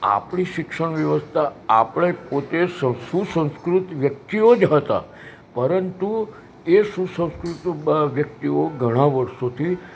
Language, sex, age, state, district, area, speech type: Gujarati, male, 60+, Gujarat, Narmada, urban, spontaneous